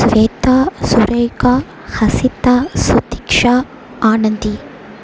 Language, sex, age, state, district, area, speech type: Tamil, female, 18-30, Tamil Nadu, Sivaganga, rural, spontaneous